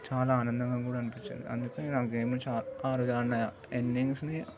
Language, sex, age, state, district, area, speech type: Telugu, male, 30-45, Telangana, Vikarabad, urban, spontaneous